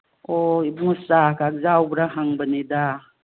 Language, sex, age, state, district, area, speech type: Manipuri, female, 60+, Manipur, Kangpokpi, urban, conversation